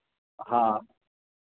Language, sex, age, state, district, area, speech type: Hindi, male, 30-45, Madhya Pradesh, Hoshangabad, rural, conversation